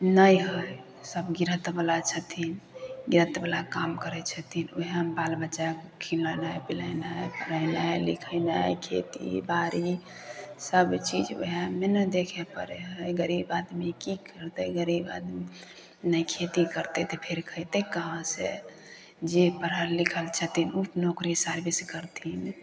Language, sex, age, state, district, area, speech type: Maithili, female, 30-45, Bihar, Samastipur, rural, spontaneous